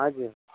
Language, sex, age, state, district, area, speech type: Nepali, female, 45-60, West Bengal, Darjeeling, rural, conversation